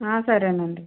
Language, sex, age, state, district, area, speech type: Telugu, female, 60+, Andhra Pradesh, West Godavari, rural, conversation